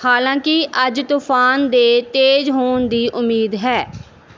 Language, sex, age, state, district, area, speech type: Punjabi, female, 30-45, Punjab, Barnala, urban, read